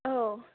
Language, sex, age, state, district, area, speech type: Bodo, female, 18-30, Assam, Kokrajhar, rural, conversation